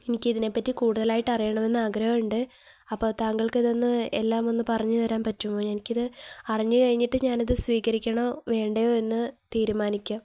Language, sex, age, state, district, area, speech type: Malayalam, female, 18-30, Kerala, Kozhikode, rural, spontaneous